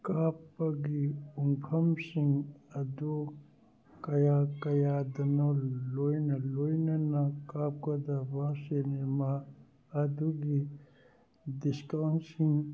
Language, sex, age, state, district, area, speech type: Manipuri, male, 60+, Manipur, Churachandpur, urban, read